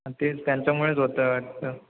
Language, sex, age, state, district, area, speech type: Marathi, male, 18-30, Maharashtra, Ratnagiri, rural, conversation